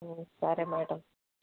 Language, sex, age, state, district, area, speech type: Telugu, female, 18-30, Andhra Pradesh, Nellore, urban, conversation